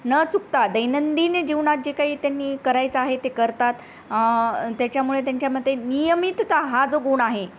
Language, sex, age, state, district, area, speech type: Marathi, female, 30-45, Maharashtra, Nanded, urban, spontaneous